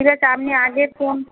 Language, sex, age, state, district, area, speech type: Bengali, female, 45-60, West Bengal, Purba Medinipur, rural, conversation